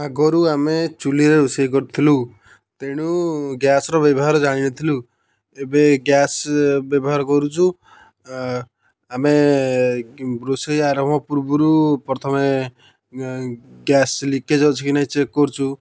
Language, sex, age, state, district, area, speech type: Odia, male, 30-45, Odisha, Kendujhar, urban, spontaneous